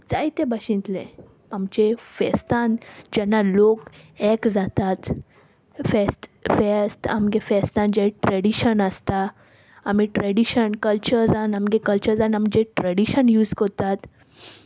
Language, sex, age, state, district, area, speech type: Goan Konkani, female, 18-30, Goa, Salcete, rural, spontaneous